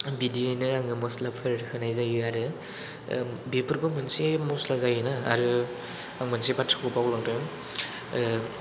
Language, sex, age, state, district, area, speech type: Bodo, male, 18-30, Assam, Chirang, rural, spontaneous